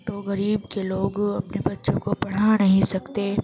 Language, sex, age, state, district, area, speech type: Urdu, female, 18-30, Uttar Pradesh, Gautam Buddha Nagar, rural, spontaneous